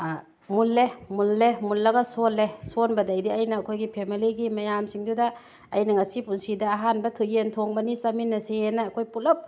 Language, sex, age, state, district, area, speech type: Manipuri, female, 45-60, Manipur, Tengnoupal, rural, spontaneous